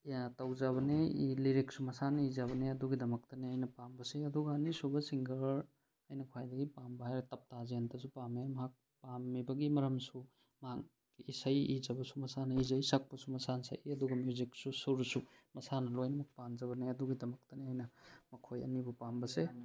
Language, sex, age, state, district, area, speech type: Manipuri, male, 30-45, Manipur, Thoubal, rural, spontaneous